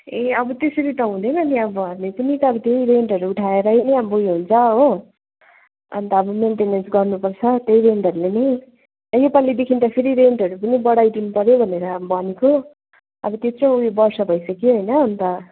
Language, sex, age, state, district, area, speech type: Nepali, female, 30-45, West Bengal, Darjeeling, rural, conversation